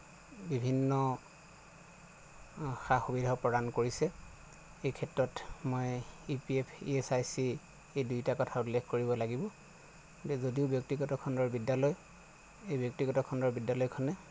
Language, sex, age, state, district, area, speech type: Assamese, male, 30-45, Assam, Lakhimpur, rural, spontaneous